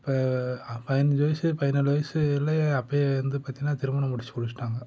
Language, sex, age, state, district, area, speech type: Tamil, male, 30-45, Tamil Nadu, Tiruppur, rural, spontaneous